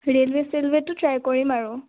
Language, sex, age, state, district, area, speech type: Assamese, female, 18-30, Assam, Biswanath, rural, conversation